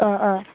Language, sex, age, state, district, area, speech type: Manipuri, female, 18-30, Manipur, Kangpokpi, urban, conversation